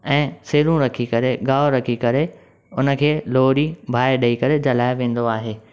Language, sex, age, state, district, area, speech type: Sindhi, male, 18-30, Maharashtra, Thane, urban, spontaneous